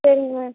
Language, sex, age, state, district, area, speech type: Tamil, female, 18-30, Tamil Nadu, Thoothukudi, urban, conversation